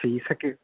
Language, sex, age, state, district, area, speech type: Malayalam, male, 18-30, Kerala, Idukki, rural, conversation